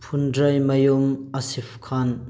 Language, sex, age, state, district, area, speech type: Manipuri, male, 18-30, Manipur, Thoubal, rural, spontaneous